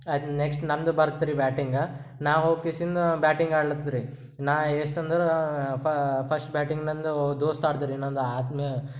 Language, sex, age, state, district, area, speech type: Kannada, male, 18-30, Karnataka, Gulbarga, urban, spontaneous